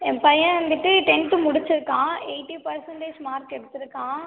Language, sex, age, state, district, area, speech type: Tamil, female, 18-30, Tamil Nadu, Cuddalore, rural, conversation